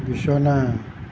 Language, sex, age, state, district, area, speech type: Assamese, male, 60+, Assam, Nalbari, rural, read